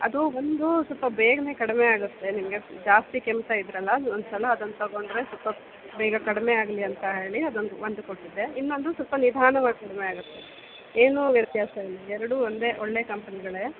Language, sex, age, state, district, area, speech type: Kannada, female, 30-45, Karnataka, Bellary, rural, conversation